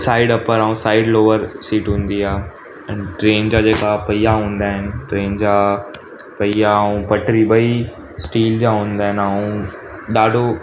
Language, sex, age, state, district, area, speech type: Sindhi, male, 18-30, Gujarat, Surat, urban, spontaneous